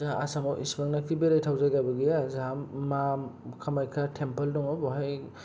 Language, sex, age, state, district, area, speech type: Bodo, male, 18-30, Assam, Kokrajhar, rural, spontaneous